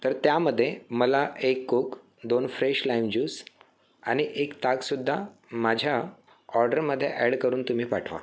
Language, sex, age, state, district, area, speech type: Marathi, male, 18-30, Maharashtra, Thane, urban, spontaneous